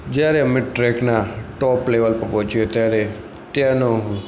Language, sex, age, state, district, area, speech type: Gujarati, male, 18-30, Gujarat, Aravalli, rural, spontaneous